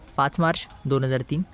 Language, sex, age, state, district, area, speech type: Marathi, male, 18-30, Maharashtra, Thane, urban, spontaneous